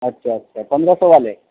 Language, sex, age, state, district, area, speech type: Urdu, male, 18-30, Uttar Pradesh, Gautam Buddha Nagar, rural, conversation